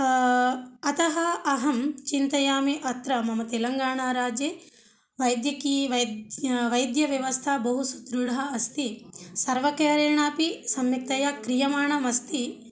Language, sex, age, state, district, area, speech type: Sanskrit, female, 30-45, Telangana, Ranga Reddy, urban, spontaneous